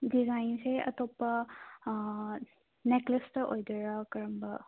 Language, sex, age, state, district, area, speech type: Manipuri, female, 18-30, Manipur, Imphal West, rural, conversation